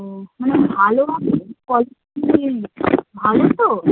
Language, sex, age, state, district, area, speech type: Bengali, female, 18-30, West Bengal, Howrah, urban, conversation